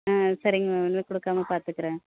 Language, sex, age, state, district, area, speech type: Tamil, female, 30-45, Tamil Nadu, Thanjavur, urban, conversation